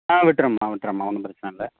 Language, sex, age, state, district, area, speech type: Tamil, male, 30-45, Tamil Nadu, Thanjavur, rural, conversation